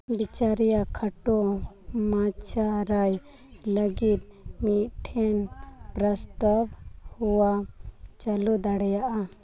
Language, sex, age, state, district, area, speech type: Santali, female, 18-30, Jharkhand, Seraikela Kharsawan, rural, read